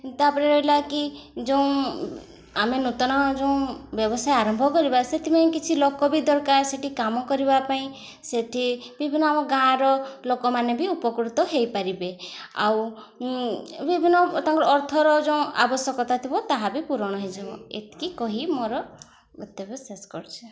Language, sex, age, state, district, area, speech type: Odia, female, 18-30, Odisha, Mayurbhanj, rural, spontaneous